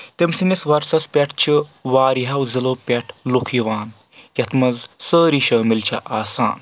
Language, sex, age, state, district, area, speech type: Kashmiri, male, 18-30, Jammu and Kashmir, Kulgam, rural, spontaneous